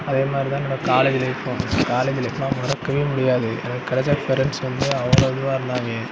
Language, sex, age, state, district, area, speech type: Tamil, male, 30-45, Tamil Nadu, Sivaganga, rural, spontaneous